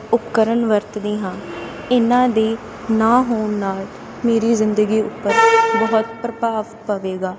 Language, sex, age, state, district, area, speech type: Punjabi, female, 30-45, Punjab, Sangrur, rural, spontaneous